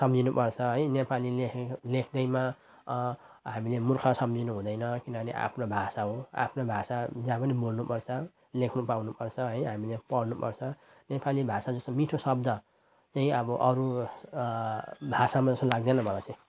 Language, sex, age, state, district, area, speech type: Nepali, male, 30-45, West Bengal, Jalpaiguri, urban, spontaneous